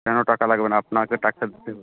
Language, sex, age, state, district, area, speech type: Bengali, male, 18-30, West Bengal, Uttar Dinajpur, urban, conversation